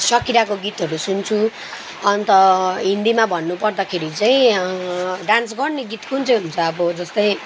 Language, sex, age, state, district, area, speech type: Nepali, female, 30-45, West Bengal, Kalimpong, rural, spontaneous